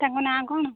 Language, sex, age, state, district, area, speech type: Odia, female, 30-45, Odisha, Kendujhar, urban, conversation